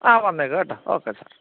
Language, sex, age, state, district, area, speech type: Malayalam, male, 30-45, Kerala, Kottayam, rural, conversation